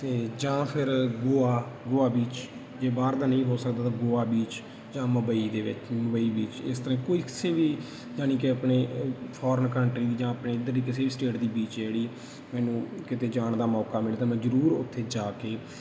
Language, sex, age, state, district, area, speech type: Punjabi, male, 30-45, Punjab, Bathinda, rural, spontaneous